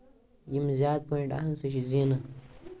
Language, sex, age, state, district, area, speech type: Kashmiri, male, 18-30, Jammu and Kashmir, Baramulla, rural, spontaneous